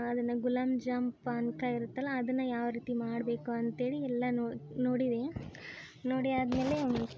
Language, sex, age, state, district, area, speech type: Kannada, female, 18-30, Karnataka, Koppal, urban, spontaneous